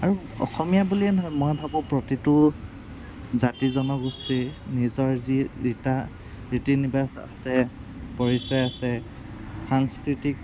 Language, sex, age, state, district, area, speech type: Assamese, male, 18-30, Assam, Kamrup Metropolitan, urban, spontaneous